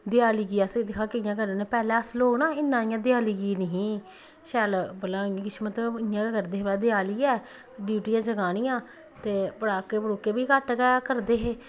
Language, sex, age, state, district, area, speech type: Dogri, female, 30-45, Jammu and Kashmir, Samba, rural, spontaneous